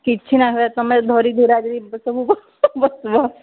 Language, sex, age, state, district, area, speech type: Odia, female, 30-45, Odisha, Sambalpur, rural, conversation